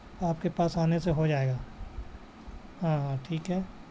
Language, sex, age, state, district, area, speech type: Urdu, male, 60+, Bihar, Gaya, rural, spontaneous